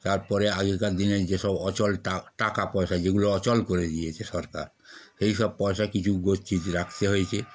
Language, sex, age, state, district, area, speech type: Bengali, male, 60+, West Bengal, Darjeeling, rural, spontaneous